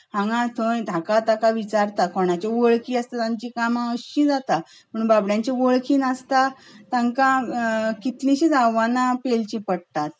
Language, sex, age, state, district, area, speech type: Goan Konkani, female, 45-60, Goa, Bardez, urban, spontaneous